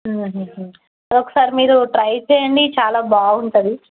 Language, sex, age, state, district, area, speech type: Telugu, female, 18-30, Telangana, Medchal, urban, conversation